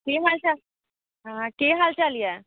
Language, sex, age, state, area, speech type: Maithili, female, 45-60, Bihar, urban, conversation